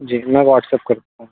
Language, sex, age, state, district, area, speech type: Hindi, male, 60+, Madhya Pradesh, Bhopal, urban, conversation